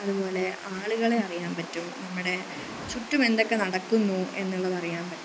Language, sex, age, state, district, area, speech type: Malayalam, female, 18-30, Kerala, Pathanamthitta, rural, spontaneous